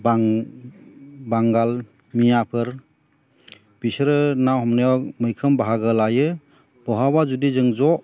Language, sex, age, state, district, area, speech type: Bodo, male, 45-60, Assam, Chirang, rural, spontaneous